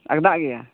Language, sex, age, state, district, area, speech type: Santali, male, 30-45, West Bengal, Purulia, rural, conversation